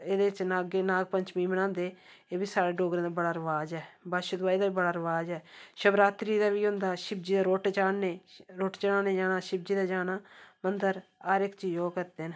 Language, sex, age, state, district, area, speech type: Dogri, female, 45-60, Jammu and Kashmir, Samba, rural, spontaneous